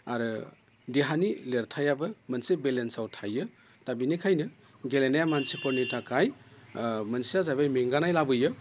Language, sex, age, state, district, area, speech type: Bodo, male, 30-45, Assam, Udalguri, rural, spontaneous